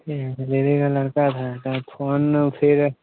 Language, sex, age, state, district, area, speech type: Hindi, male, 18-30, Bihar, Muzaffarpur, rural, conversation